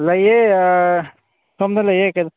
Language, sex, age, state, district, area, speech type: Manipuri, male, 45-60, Manipur, Bishnupur, rural, conversation